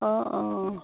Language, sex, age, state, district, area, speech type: Assamese, female, 45-60, Assam, Sivasagar, rural, conversation